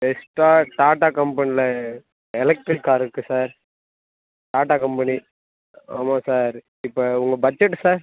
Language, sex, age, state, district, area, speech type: Tamil, male, 18-30, Tamil Nadu, Perambalur, rural, conversation